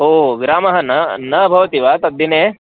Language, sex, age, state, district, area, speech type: Sanskrit, male, 30-45, Karnataka, Vijayapura, urban, conversation